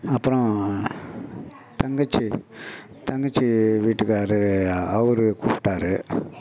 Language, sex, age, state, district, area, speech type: Tamil, male, 60+, Tamil Nadu, Mayiladuthurai, rural, spontaneous